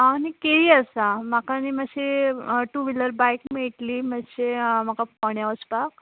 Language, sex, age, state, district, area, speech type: Goan Konkani, female, 18-30, Goa, Ponda, rural, conversation